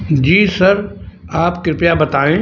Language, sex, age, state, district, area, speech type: Hindi, male, 60+, Uttar Pradesh, Azamgarh, rural, read